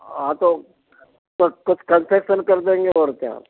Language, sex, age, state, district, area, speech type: Hindi, male, 60+, Madhya Pradesh, Gwalior, rural, conversation